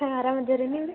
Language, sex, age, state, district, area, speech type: Kannada, female, 18-30, Karnataka, Gadag, urban, conversation